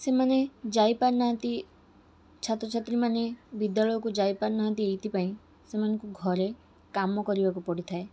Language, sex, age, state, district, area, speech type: Odia, female, 18-30, Odisha, Balasore, rural, spontaneous